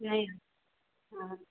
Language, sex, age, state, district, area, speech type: Hindi, female, 30-45, Bihar, Begusarai, rural, conversation